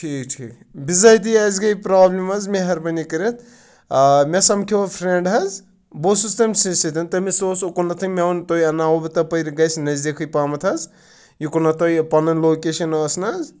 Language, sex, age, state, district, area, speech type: Kashmiri, male, 18-30, Jammu and Kashmir, Shopian, rural, spontaneous